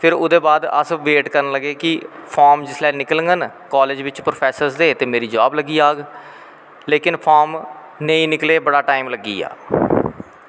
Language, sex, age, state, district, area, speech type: Dogri, male, 45-60, Jammu and Kashmir, Kathua, rural, spontaneous